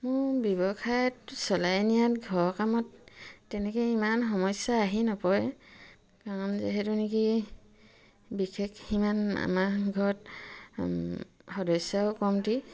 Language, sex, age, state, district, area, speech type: Assamese, female, 45-60, Assam, Dibrugarh, rural, spontaneous